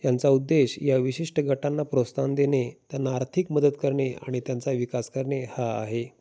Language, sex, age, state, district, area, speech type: Marathi, male, 30-45, Maharashtra, Osmanabad, rural, spontaneous